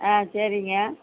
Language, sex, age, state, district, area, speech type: Tamil, female, 60+, Tamil Nadu, Erode, urban, conversation